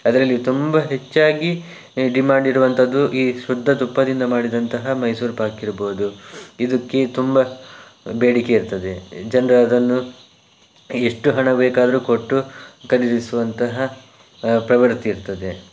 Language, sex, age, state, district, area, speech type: Kannada, male, 18-30, Karnataka, Shimoga, rural, spontaneous